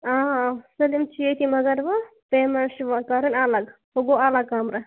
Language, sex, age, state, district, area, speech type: Kashmiri, female, 30-45, Jammu and Kashmir, Bandipora, rural, conversation